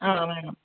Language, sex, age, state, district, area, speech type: Malayalam, female, 45-60, Kerala, Pathanamthitta, rural, conversation